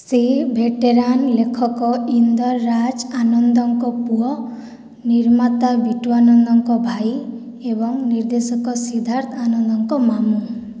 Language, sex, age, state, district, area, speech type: Odia, female, 45-60, Odisha, Boudh, rural, read